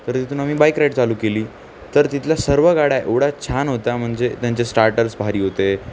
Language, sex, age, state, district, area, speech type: Marathi, male, 18-30, Maharashtra, Nanded, urban, spontaneous